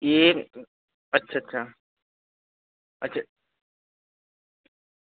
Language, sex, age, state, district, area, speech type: Dogri, male, 30-45, Jammu and Kashmir, Udhampur, urban, conversation